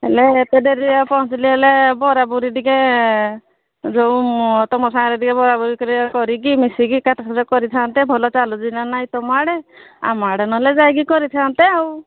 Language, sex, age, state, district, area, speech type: Odia, female, 45-60, Odisha, Angul, rural, conversation